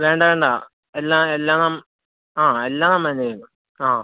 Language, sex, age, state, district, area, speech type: Malayalam, male, 30-45, Kerala, Wayanad, rural, conversation